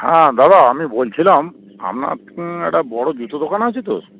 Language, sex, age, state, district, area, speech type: Bengali, male, 30-45, West Bengal, Darjeeling, rural, conversation